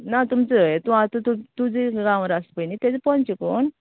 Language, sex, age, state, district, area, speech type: Goan Konkani, female, 45-60, Goa, Canacona, rural, conversation